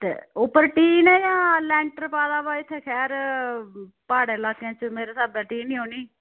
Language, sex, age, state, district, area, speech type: Dogri, female, 45-60, Jammu and Kashmir, Udhampur, rural, conversation